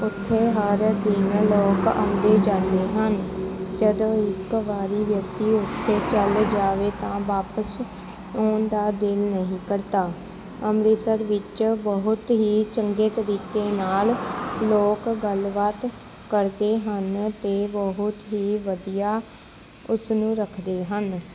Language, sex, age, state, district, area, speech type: Punjabi, female, 18-30, Punjab, Shaheed Bhagat Singh Nagar, rural, spontaneous